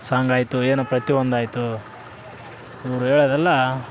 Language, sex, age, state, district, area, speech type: Kannada, male, 18-30, Karnataka, Vijayanagara, rural, spontaneous